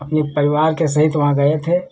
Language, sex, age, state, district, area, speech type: Hindi, male, 60+, Uttar Pradesh, Lucknow, rural, spontaneous